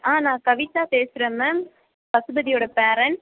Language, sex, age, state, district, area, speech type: Tamil, female, 18-30, Tamil Nadu, Perambalur, rural, conversation